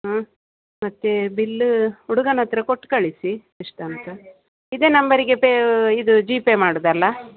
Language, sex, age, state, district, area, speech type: Kannada, female, 45-60, Karnataka, Udupi, rural, conversation